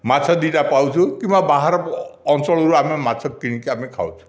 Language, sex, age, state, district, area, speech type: Odia, male, 60+, Odisha, Dhenkanal, rural, spontaneous